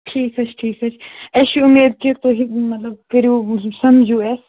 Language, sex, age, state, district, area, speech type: Kashmiri, male, 18-30, Jammu and Kashmir, Kupwara, rural, conversation